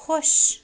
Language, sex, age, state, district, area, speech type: Kashmiri, female, 18-30, Jammu and Kashmir, Budgam, rural, read